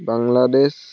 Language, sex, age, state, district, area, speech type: Assamese, male, 18-30, Assam, Lakhimpur, rural, spontaneous